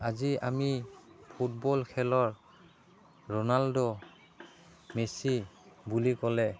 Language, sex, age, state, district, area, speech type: Assamese, male, 30-45, Assam, Udalguri, rural, spontaneous